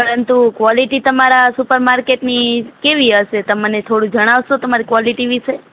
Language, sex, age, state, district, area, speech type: Gujarati, female, 45-60, Gujarat, Morbi, rural, conversation